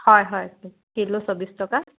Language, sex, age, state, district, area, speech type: Assamese, female, 30-45, Assam, Sivasagar, rural, conversation